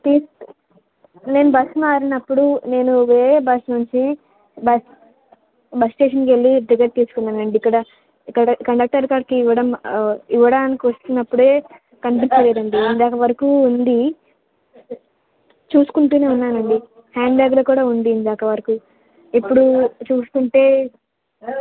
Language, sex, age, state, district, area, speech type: Telugu, female, 18-30, Telangana, Nalgonda, urban, conversation